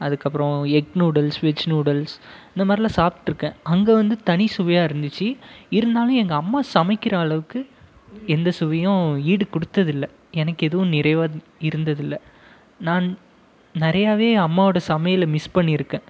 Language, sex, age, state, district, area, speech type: Tamil, male, 18-30, Tamil Nadu, Krishnagiri, rural, spontaneous